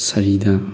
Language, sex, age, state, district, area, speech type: Manipuri, male, 30-45, Manipur, Thoubal, rural, spontaneous